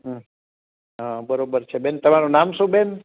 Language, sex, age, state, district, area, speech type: Gujarati, male, 60+, Gujarat, Amreli, rural, conversation